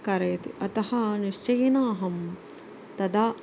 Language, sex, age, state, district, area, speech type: Sanskrit, female, 30-45, Tamil Nadu, Chennai, urban, spontaneous